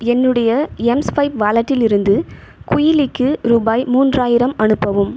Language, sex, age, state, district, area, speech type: Tamil, female, 30-45, Tamil Nadu, Viluppuram, rural, read